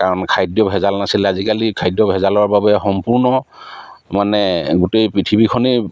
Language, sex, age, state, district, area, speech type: Assamese, male, 45-60, Assam, Charaideo, rural, spontaneous